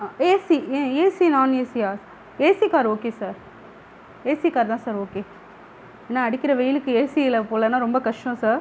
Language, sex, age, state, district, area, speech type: Tamil, female, 45-60, Tamil Nadu, Pudukkottai, rural, spontaneous